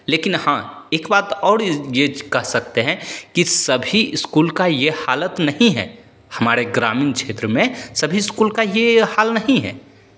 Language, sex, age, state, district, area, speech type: Hindi, male, 30-45, Bihar, Begusarai, rural, spontaneous